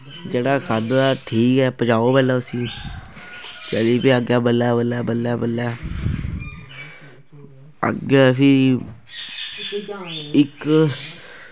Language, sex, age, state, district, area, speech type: Dogri, male, 18-30, Jammu and Kashmir, Kathua, rural, spontaneous